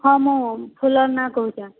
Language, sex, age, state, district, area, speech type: Odia, female, 45-60, Odisha, Boudh, rural, conversation